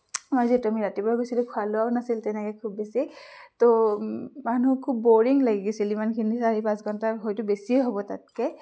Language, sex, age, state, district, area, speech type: Assamese, female, 30-45, Assam, Udalguri, urban, spontaneous